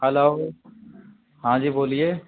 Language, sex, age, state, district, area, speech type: Urdu, male, 30-45, Uttar Pradesh, Gautam Buddha Nagar, urban, conversation